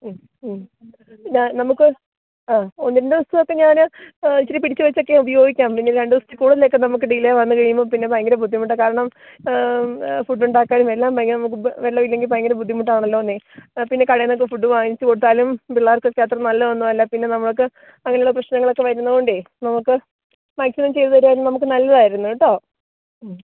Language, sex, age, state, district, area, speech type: Malayalam, female, 30-45, Kerala, Idukki, rural, conversation